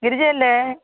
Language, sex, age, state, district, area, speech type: Malayalam, female, 45-60, Kerala, Thiruvananthapuram, urban, conversation